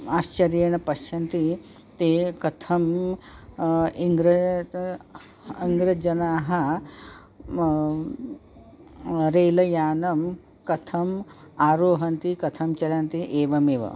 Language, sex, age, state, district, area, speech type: Sanskrit, female, 45-60, Maharashtra, Nagpur, urban, spontaneous